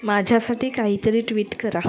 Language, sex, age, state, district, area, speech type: Marathi, female, 30-45, Maharashtra, Mumbai Suburban, urban, read